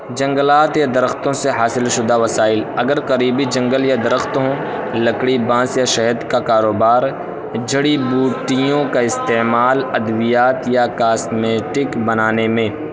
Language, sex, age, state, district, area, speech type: Urdu, male, 18-30, Uttar Pradesh, Balrampur, rural, spontaneous